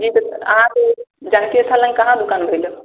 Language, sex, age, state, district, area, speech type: Maithili, male, 18-30, Bihar, Sitamarhi, rural, conversation